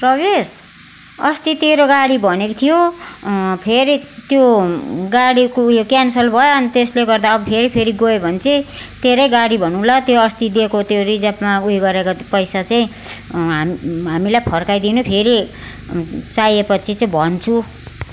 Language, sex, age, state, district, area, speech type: Nepali, female, 60+, West Bengal, Darjeeling, rural, spontaneous